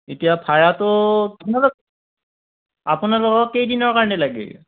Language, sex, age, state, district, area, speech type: Assamese, male, 45-60, Assam, Morigaon, rural, conversation